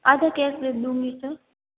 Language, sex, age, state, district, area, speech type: Hindi, female, 30-45, Rajasthan, Jodhpur, urban, conversation